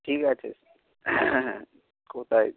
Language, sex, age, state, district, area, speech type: Bengali, male, 45-60, West Bengal, Hooghly, rural, conversation